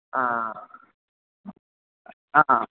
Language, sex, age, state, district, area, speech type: Malayalam, male, 18-30, Kerala, Wayanad, rural, conversation